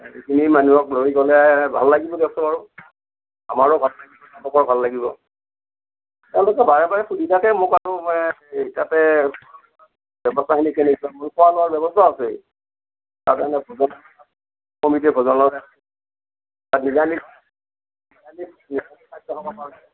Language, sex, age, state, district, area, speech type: Assamese, male, 60+, Assam, Darrang, rural, conversation